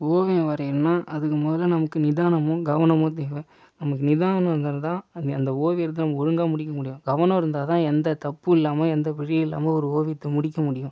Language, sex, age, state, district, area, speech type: Tamil, male, 18-30, Tamil Nadu, Viluppuram, urban, spontaneous